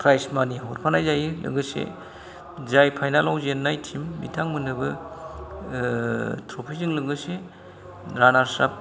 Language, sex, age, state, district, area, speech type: Bodo, male, 45-60, Assam, Kokrajhar, rural, spontaneous